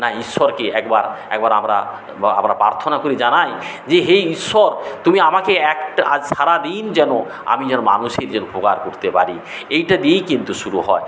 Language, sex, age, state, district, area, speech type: Bengali, male, 45-60, West Bengal, Paschim Medinipur, rural, spontaneous